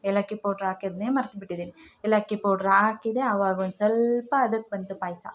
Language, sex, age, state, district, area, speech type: Kannada, female, 30-45, Karnataka, Chikkamagaluru, rural, spontaneous